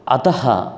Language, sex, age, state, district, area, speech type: Sanskrit, male, 45-60, Karnataka, Uttara Kannada, rural, spontaneous